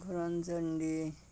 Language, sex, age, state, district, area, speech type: Bengali, female, 45-60, West Bengal, Birbhum, urban, spontaneous